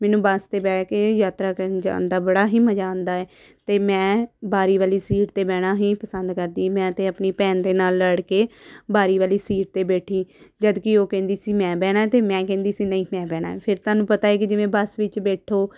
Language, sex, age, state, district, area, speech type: Punjabi, female, 30-45, Punjab, Amritsar, urban, spontaneous